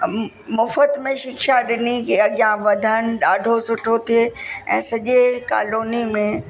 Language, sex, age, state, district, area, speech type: Sindhi, female, 60+, Uttar Pradesh, Lucknow, rural, spontaneous